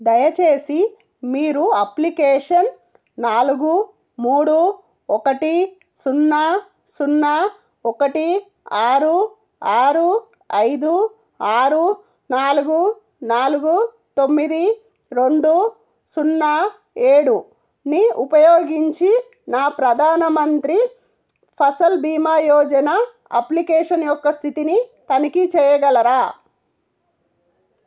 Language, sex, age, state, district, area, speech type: Telugu, female, 45-60, Telangana, Jangaon, rural, read